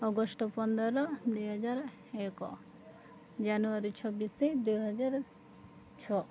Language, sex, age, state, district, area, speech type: Odia, female, 30-45, Odisha, Koraput, urban, spontaneous